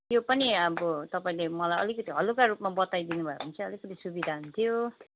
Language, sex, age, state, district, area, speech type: Nepali, female, 45-60, West Bengal, Jalpaiguri, rural, conversation